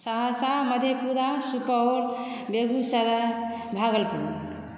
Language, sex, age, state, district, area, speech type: Maithili, female, 60+, Bihar, Saharsa, rural, spontaneous